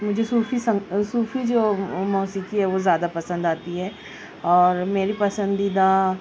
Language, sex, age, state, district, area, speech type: Urdu, female, 30-45, Maharashtra, Nashik, urban, spontaneous